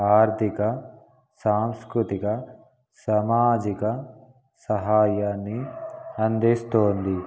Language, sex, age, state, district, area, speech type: Telugu, male, 18-30, Telangana, Peddapalli, urban, spontaneous